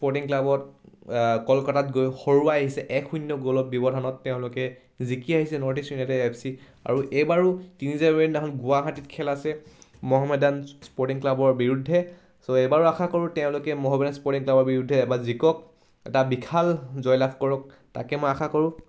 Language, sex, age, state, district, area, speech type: Assamese, male, 18-30, Assam, Charaideo, urban, spontaneous